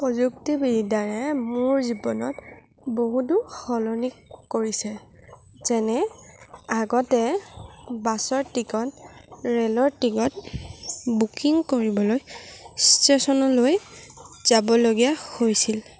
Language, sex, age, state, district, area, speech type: Assamese, female, 30-45, Assam, Lakhimpur, rural, spontaneous